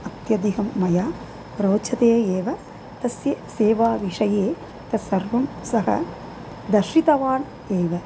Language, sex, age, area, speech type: Sanskrit, female, 45-60, urban, spontaneous